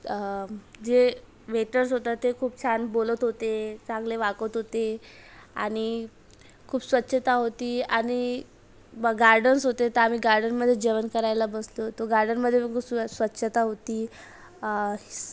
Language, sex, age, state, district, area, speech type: Marathi, female, 18-30, Maharashtra, Amravati, urban, spontaneous